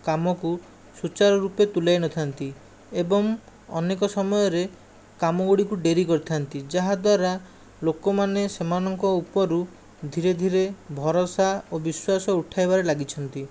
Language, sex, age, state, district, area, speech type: Odia, male, 60+, Odisha, Jajpur, rural, spontaneous